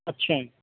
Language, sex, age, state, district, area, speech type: Urdu, male, 18-30, Delhi, Central Delhi, urban, conversation